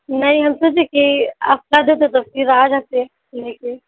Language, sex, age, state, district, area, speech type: Urdu, female, 18-30, Bihar, Saharsa, rural, conversation